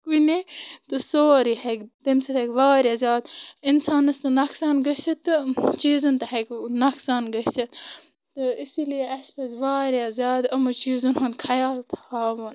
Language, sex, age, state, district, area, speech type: Kashmiri, female, 30-45, Jammu and Kashmir, Bandipora, rural, spontaneous